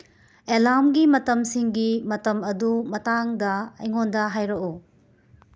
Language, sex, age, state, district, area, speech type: Manipuri, female, 30-45, Manipur, Imphal West, urban, read